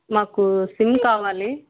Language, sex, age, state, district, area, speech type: Telugu, female, 18-30, Andhra Pradesh, Kurnool, rural, conversation